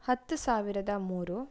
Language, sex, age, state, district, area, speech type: Kannada, female, 18-30, Karnataka, Tumkur, rural, spontaneous